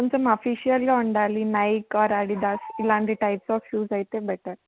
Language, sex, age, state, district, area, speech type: Telugu, female, 18-30, Telangana, Adilabad, urban, conversation